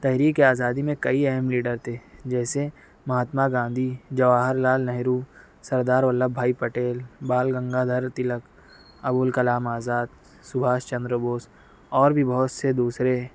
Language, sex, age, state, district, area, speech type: Urdu, male, 60+, Maharashtra, Nashik, urban, spontaneous